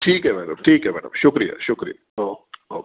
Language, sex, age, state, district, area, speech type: Dogri, male, 30-45, Jammu and Kashmir, Reasi, urban, conversation